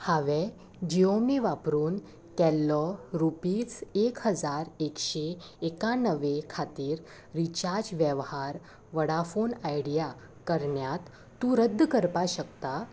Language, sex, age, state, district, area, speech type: Goan Konkani, female, 18-30, Goa, Salcete, urban, read